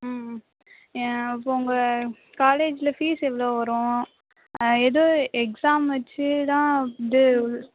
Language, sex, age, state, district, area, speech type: Tamil, female, 30-45, Tamil Nadu, Mayiladuthurai, urban, conversation